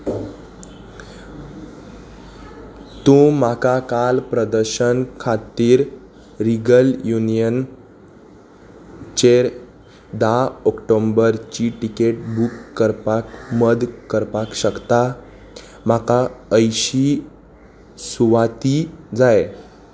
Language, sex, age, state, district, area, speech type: Goan Konkani, male, 18-30, Goa, Salcete, urban, read